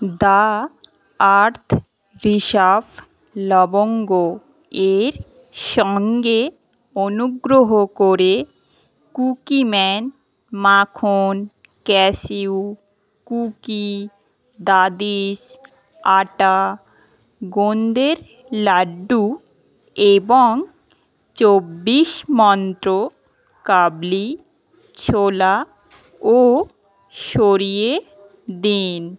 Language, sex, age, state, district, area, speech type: Bengali, female, 18-30, West Bengal, Paschim Medinipur, rural, read